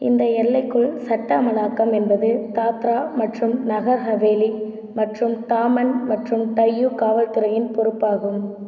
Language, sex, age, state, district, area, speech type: Tamil, female, 18-30, Tamil Nadu, Ariyalur, rural, read